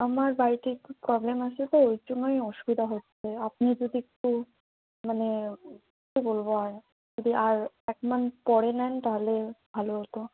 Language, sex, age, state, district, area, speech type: Bengali, female, 18-30, West Bengal, Alipurduar, rural, conversation